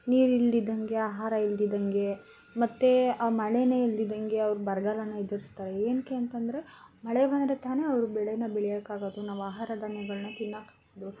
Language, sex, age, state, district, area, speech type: Kannada, female, 18-30, Karnataka, Bangalore Rural, urban, spontaneous